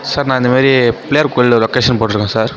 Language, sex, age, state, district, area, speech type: Tamil, male, 18-30, Tamil Nadu, Mayiladuthurai, rural, spontaneous